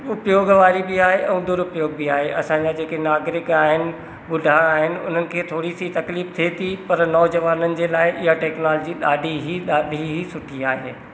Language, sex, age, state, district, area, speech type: Sindhi, male, 30-45, Madhya Pradesh, Katni, rural, spontaneous